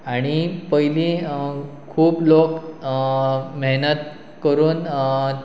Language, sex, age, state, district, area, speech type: Goan Konkani, male, 30-45, Goa, Pernem, rural, spontaneous